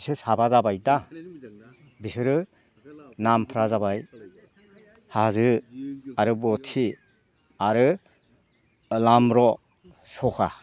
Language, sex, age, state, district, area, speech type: Bodo, male, 60+, Assam, Udalguri, rural, spontaneous